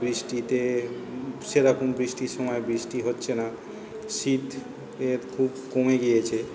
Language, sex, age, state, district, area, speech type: Bengali, male, 45-60, West Bengal, South 24 Parganas, urban, spontaneous